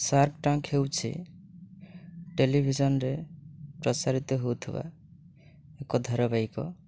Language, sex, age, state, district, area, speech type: Odia, male, 18-30, Odisha, Mayurbhanj, rural, spontaneous